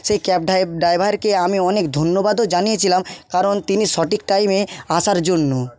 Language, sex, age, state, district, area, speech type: Bengali, male, 18-30, West Bengal, Jhargram, rural, spontaneous